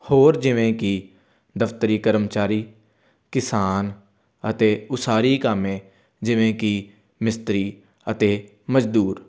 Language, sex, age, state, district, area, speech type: Punjabi, male, 18-30, Punjab, Amritsar, urban, spontaneous